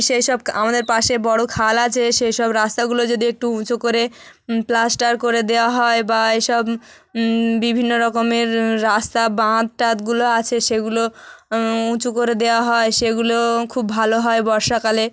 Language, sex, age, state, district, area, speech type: Bengali, female, 18-30, West Bengal, South 24 Parganas, rural, spontaneous